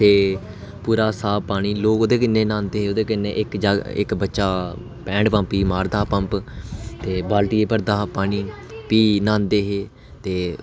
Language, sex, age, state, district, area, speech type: Dogri, male, 18-30, Jammu and Kashmir, Reasi, rural, spontaneous